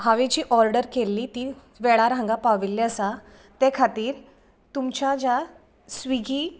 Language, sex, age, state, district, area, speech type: Goan Konkani, female, 30-45, Goa, Canacona, rural, spontaneous